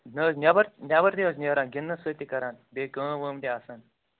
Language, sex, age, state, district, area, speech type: Kashmiri, male, 30-45, Jammu and Kashmir, Anantnag, rural, conversation